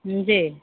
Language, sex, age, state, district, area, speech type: Hindi, female, 45-60, Bihar, Begusarai, rural, conversation